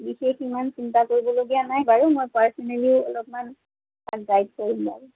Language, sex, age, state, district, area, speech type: Assamese, female, 45-60, Assam, Sonitpur, rural, conversation